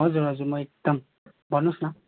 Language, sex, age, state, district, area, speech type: Nepali, male, 18-30, West Bengal, Darjeeling, rural, conversation